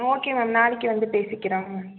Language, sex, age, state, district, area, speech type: Tamil, female, 18-30, Tamil Nadu, Nilgiris, rural, conversation